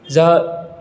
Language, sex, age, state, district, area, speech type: Bodo, male, 30-45, Assam, Chirang, rural, spontaneous